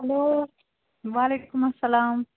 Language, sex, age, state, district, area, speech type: Kashmiri, female, 30-45, Jammu and Kashmir, Baramulla, rural, conversation